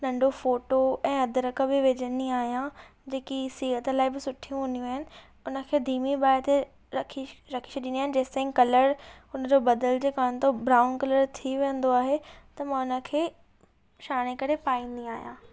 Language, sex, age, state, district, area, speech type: Sindhi, female, 18-30, Maharashtra, Thane, urban, spontaneous